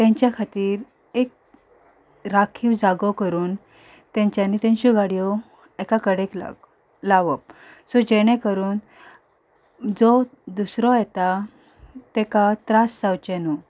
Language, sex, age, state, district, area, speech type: Goan Konkani, female, 30-45, Goa, Ponda, rural, spontaneous